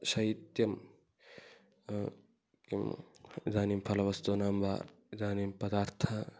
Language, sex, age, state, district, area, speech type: Sanskrit, male, 18-30, Kerala, Kasaragod, rural, spontaneous